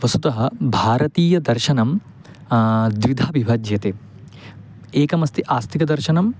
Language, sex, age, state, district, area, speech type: Sanskrit, male, 18-30, West Bengal, Paschim Medinipur, urban, spontaneous